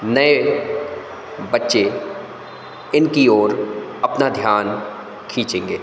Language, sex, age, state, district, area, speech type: Hindi, male, 30-45, Madhya Pradesh, Hoshangabad, rural, spontaneous